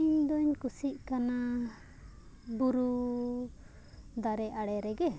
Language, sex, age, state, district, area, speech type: Santali, female, 18-30, Jharkhand, Bokaro, rural, spontaneous